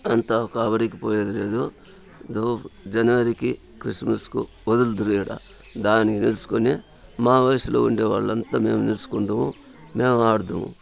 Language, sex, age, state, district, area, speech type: Telugu, male, 60+, Andhra Pradesh, Sri Balaji, rural, spontaneous